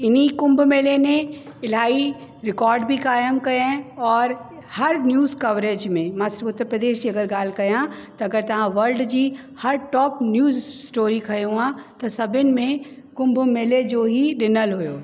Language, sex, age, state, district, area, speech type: Sindhi, female, 45-60, Uttar Pradesh, Lucknow, urban, spontaneous